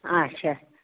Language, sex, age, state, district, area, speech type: Kashmiri, female, 60+, Jammu and Kashmir, Ganderbal, rural, conversation